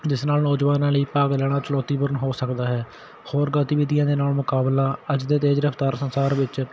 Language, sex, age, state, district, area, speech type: Punjabi, male, 18-30, Punjab, Patiala, urban, spontaneous